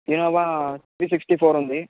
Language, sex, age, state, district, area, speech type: Telugu, male, 18-30, Andhra Pradesh, Chittoor, rural, conversation